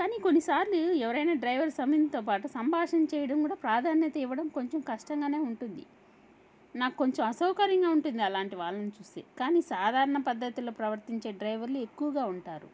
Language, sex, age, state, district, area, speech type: Telugu, female, 30-45, Andhra Pradesh, Kadapa, rural, spontaneous